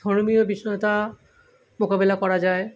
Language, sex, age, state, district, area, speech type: Bengali, male, 18-30, West Bengal, South 24 Parganas, urban, spontaneous